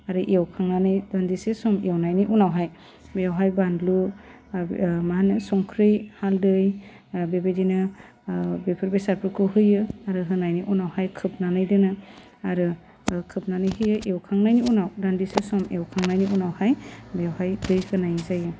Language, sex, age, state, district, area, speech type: Bodo, female, 30-45, Assam, Udalguri, urban, spontaneous